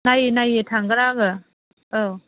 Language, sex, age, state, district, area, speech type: Bodo, female, 30-45, Assam, Chirang, rural, conversation